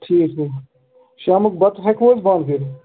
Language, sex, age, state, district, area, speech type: Kashmiri, male, 30-45, Jammu and Kashmir, Ganderbal, rural, conversation